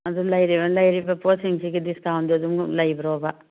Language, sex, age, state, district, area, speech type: Manipuri, female, 45-60, Manipur, Churachandpur, urban, conversation